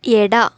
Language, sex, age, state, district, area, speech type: Kannada, female, 18-30, Karnataka, Tumkur, urban, read